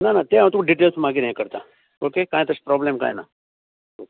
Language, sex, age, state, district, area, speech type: Goan Konkani, male, 60+, Goa, Canacona, rural, conversation